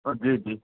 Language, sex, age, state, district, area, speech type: Urdu, male, 45-60, Uttar Pradesh, Rampur, urban, conversation